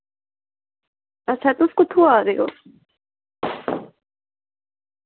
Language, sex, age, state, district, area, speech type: Dogri, female, 30-45, Jammu and Kashmir, Jammu, urban, conversation